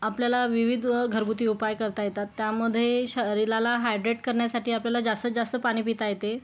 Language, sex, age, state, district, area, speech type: Marathi, female, 18-30, Maharashtra, Yavatmal, rural, spontaneous